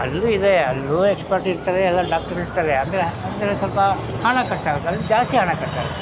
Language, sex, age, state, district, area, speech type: Kannada, male, 60+, Karnataka, Mysore, rural, spontaneous